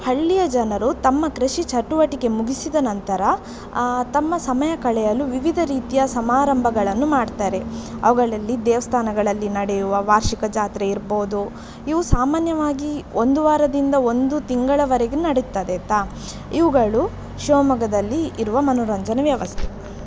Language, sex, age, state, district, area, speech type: Kannada, female, 18-30, Karnataka, Shimoga, rural, spontaneous